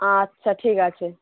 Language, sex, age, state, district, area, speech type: Bengali, female, 30-45, West Bengal, Hooghly, urban, conversation